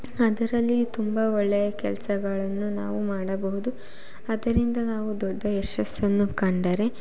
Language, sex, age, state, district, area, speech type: Kannada, female, 18-30, Karnataka, Chitradurga, rural, spontaneous